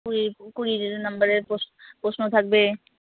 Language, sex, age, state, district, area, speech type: Bengali, female, 45-60, West Bengal, Alipurduar, rural, conversation